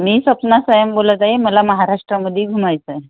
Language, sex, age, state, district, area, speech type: Marathi, female, 30-45, Maharashtra, Nagpur, rural, conversation